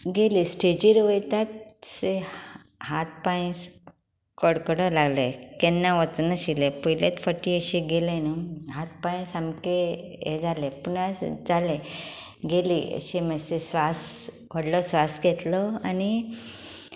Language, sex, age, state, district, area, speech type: Goan Konkani, female, 30-45, Goa, Tiswadi, rural, spontaneous